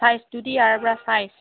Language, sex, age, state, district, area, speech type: Manipuri, female, 30-45, Manipur, Senapati, urban, conversation